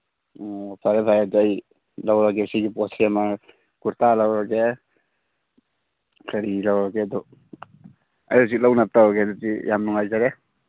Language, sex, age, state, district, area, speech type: Manipuri, male, 18-30, Manipur, Churachandpur, rural, conversation